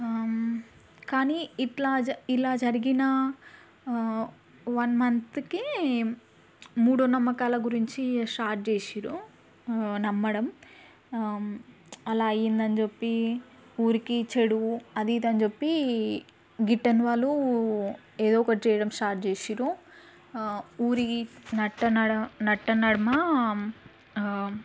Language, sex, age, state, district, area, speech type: Telugu, female, 18-30, Telangana, Mahbubnagar, urban, spontaneous